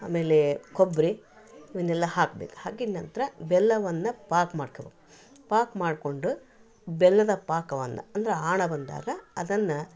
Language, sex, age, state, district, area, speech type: Kannada, female, 60+, Karnataka, Koppal, rural, spontaneous